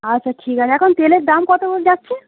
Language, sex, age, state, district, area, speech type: Bengali, female, 18-30, West Bengal, Howrah, urban, conversation